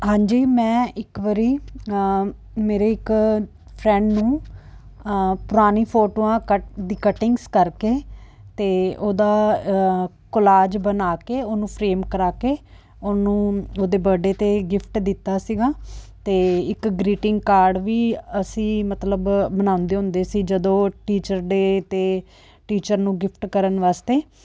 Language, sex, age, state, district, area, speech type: Punjabi, female, 30-45, Punjab, Fazilka, urban, spontaneous